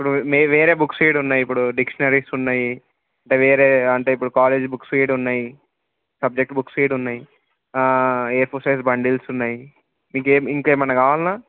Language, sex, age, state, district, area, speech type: Telugu, male, 18-30, Telangana, Ranga Reddy, urban, conversation